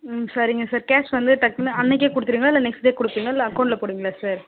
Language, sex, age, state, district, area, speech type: Tamil, female, 18-30, Tamil Nadu, Kallakurichi, rural, conversation